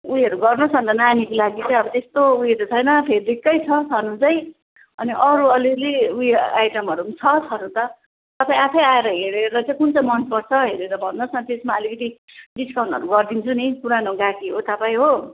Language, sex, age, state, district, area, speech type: Nepali, female, 45-60, West Bengal, Jalpaiguri, urban, conversation